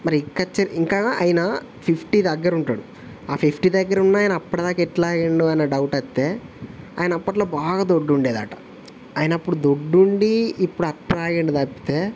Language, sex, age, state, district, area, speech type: Telugu, male, 18-30, Telangana, Jayashankar, rural, spontaneous